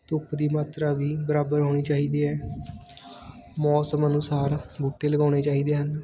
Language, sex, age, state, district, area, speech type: Punjabi, male, 18-30, Punjab, Fatehgarh Sahib, rural, spontaneous